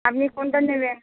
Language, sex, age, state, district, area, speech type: Bengali, female, 30-45, West Bengal, Birbhum, urban, conversation